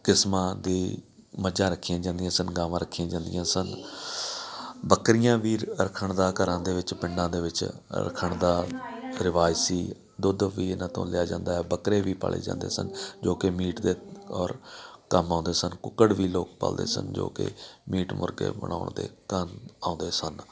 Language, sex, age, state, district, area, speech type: Punjabi, male, 45-60, Punjab, Amritsar, urban, spontaneous